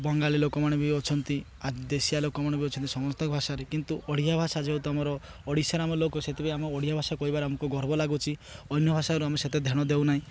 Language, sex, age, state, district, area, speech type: Odia, male, 30-45, Odisha, Malkangiri, urban, spontaneous